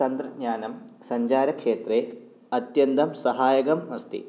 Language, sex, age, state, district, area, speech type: Sanskrit, male, 18-30, Kerala, Kottayam, urban, spontaneous